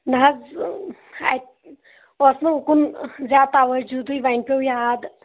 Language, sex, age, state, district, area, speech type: Kashmiri, female, 18-30, Jammu and Kashmir, Kulgam, rural, conversation